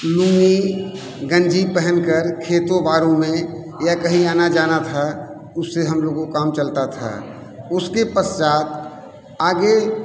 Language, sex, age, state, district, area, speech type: Hindi, male, 60+, Uttar Pradesh, Mirzapur, urban, spontaneous